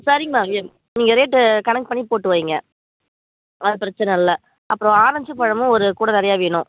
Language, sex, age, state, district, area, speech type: Tamil, female, 18-30, Tamil Nadu, Kallakurichi, urban, conversation